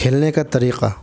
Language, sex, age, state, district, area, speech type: Urdu, male, 30-45, Bihar, Gaya, urban, spontaneous